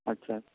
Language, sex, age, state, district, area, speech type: Santali, male, 18-30, West Bengal, Bankura, rural, conversation